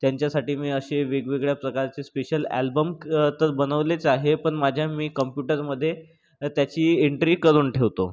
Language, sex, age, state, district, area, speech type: Marathi, male, 30-45, Maharashtra, Nagpur, urban, spontaneous